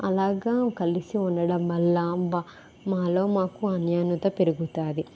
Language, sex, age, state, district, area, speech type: Telugu, female, 18-30, Andhra Pradesh, Kakinada, urban, spontaneous